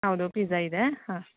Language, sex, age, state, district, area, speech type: Kannada, female, 18-30, Karnataka, Chikkamagaluru, rural, conversation